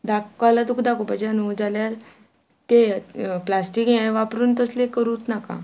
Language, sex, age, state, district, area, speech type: Goan Konkani, female, 18-30, Goa, Ponda, rural, spontaneous